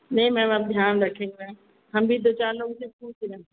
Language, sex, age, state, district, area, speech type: Hindi, female, 60+, Uttar Pradesh, Azamgarh, rural, conversation